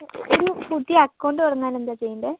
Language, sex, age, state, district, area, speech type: Malayalam, female, 45-60, Kerala, Kozhikode, urban, conversation